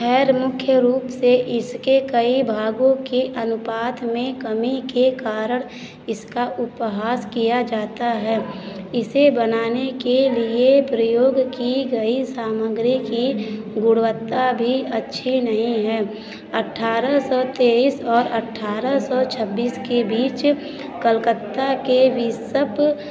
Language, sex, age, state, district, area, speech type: Hindi, female, 30-45, Uttar Pradesh, Azamgarh, rural, read